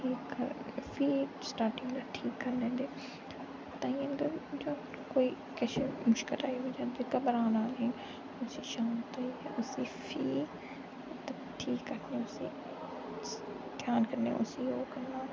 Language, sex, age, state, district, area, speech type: Dogri, female, 18-30, Jammu and Kashmir, Jammu, urban, spontaneous